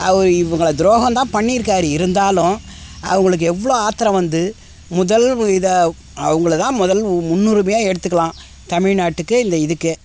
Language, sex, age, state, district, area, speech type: Tamil, female, 60+, Tamil Nadu, Tiruvannamalai, rural, spontaneous